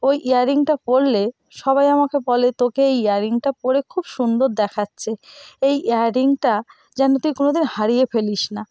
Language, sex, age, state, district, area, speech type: Bengali, female, 30-45, West Bengal, North 24 Parganas, rural, spontaneous